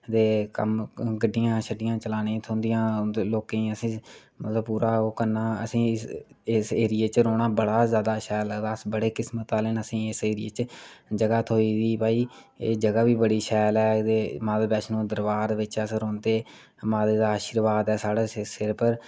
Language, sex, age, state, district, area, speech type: Dogri, male, 18-30, Jammu and Kashmir, Reasi, rural, spontaneous